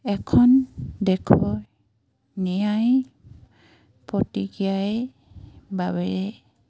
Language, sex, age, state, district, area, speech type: Assamese, female, 45-60, Assam, Dibrugarh, rural, spontaneous